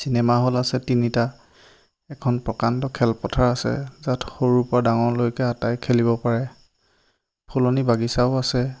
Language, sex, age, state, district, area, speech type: Assamese, male, 30-45, Assam, Lakhimpur, rural, spontaneous